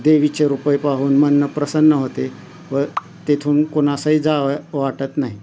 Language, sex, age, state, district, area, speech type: Marathi, male, 45-60, Maharashtra, Osmanabad, rural, spontaneous